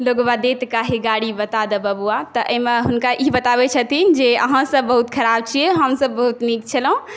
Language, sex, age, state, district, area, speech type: Maithili, other, 18-30, Bihar, Saharsa, rural, spontaneous